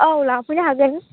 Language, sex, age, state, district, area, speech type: Bodo, female, 45-60, Assam, Chirang, rural, conversation